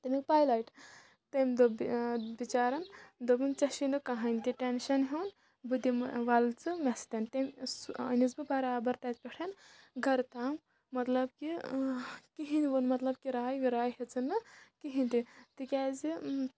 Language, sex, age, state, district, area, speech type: Kashmiri, female, 30-45, Jammu and Kashmir, Kulgam, rural, spontaneous